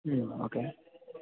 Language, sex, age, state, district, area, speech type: Malayalam, male, 18-30, Kerala, Idukki, rural, conversation